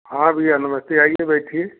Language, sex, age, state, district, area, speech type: Hindi, male, 45-60, Uttar Pradesh, Prayagraj, rural, conversation